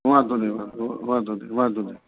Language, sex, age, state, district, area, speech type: Gujarati, male, 60+, Gujarat, Anand, urban, conversation